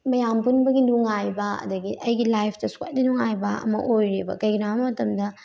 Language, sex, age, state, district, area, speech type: Manipuri, female, 18-30, Manipur, Bishnupur, rural, spontaneous